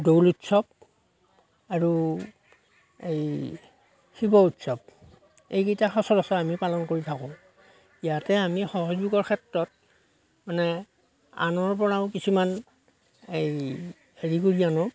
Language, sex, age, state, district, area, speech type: Assamese, male, 45-60, Assam, Darrang, rural, spontaneous